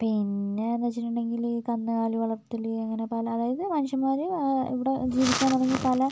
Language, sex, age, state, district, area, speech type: Malayalam, female, 30-45, Kerala, Wayanad, rural, spontaneous